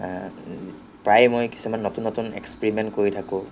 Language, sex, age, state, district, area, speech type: Assamese, male, 45-60, Assam, Nagaon, rural, spontaneous